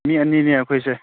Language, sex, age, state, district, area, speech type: Manipuri, male, 18-30, Manipur, Senapati, rural, conversation